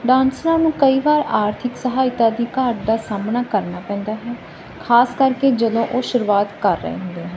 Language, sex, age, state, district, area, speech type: Punjabi, female, 30-45, Punjab, Barnala, rural, spontaneous